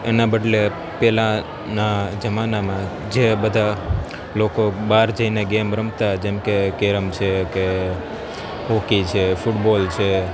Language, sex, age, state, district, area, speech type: Gujarati, male, 18-30, Gujarat, Junagadh, urban, spontaneous